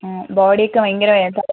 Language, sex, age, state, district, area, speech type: Malayalam, female, 18-30, Kerala, Wayanad, rural, conversation